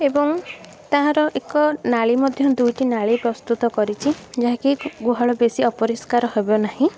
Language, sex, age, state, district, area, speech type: Odia, female, 18-30, Odisha, Puri, urban, spontaneous